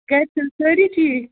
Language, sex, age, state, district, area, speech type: Kashmiri, other, 18-30, Jammu and Kashmir, Bandipora, rural, conversation